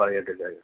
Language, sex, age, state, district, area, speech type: Urdu, male, 60+, Delhi, Central Delhi, urban, conversation